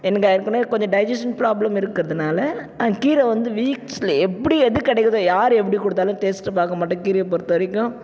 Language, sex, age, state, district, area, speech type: Tamil, female, 45-60, Tamil Nadu, Tiruvannamalai, urban, spontaneous